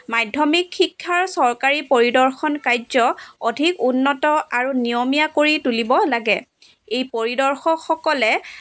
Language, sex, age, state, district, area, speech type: Assamese, female, 45-60, Assam, Dibrugarh, rural, spontaneous